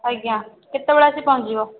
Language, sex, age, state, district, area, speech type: Odia, female, 18-30, Odisha, Jajpur, rural, conversation